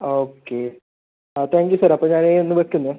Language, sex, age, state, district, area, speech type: Malayalam, male, 18-30, Kerala, Kasaragod, rural, conversation